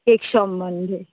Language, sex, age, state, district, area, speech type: Bengali, female, 18-30, West Bengal, North 24 Parganas, urban, conversation